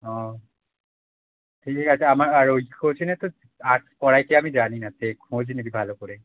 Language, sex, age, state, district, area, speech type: Bengali, male, 18-30, West Bengal, Howrah, urban, conversation